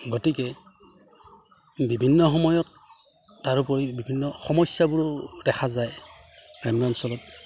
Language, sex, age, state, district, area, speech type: Assamese, male, 45-60, Assam, Udalguri, rural, spontaneous